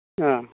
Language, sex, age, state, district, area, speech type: Bodo, male, 60+, Assam, Kokrajhar, rural, conversation